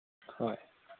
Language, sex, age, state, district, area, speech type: Manipuri, male, 18-30, Manipur, Senapati, rural, conversation